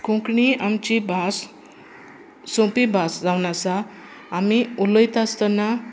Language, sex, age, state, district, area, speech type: Goan Konkani, female, 60+, Goa, Sanguem, rural, spontaneous